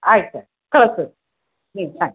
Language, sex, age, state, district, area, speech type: Kannada, female, 60+, Karnataka, Gulbarga, urban, conversation